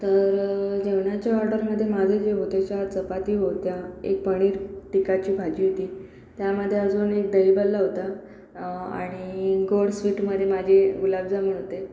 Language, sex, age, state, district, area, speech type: Marathi, female, 18-30, Maharashtra, Yavatmal, urban, spontaneous